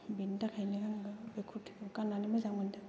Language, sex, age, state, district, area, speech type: Bodo, female, 30-45, Assam, Kokrajhar, rural, spontaneous